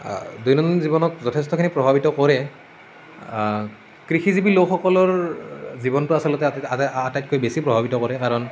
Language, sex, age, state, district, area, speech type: Assamese, male, 18-30, Assam, Nalbari, rural, spontaneous